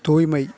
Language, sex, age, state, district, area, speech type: Tamil, male, 30-45, Tamil Nadu, Nagapattinam, rural, spontaneous